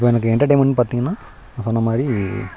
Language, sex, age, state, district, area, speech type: Tamil, male, 30-45, Tamil Nadu, Nagapattinam, rural, spontaneous